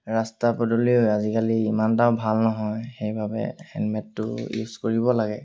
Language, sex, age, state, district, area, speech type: Assamese, male, 18-30, Assam, Sivasagar, rural, spontaneous